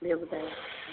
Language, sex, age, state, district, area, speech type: Sindhi, female, 45-60, Uttar Pradesh, Lucknow, rural, conversation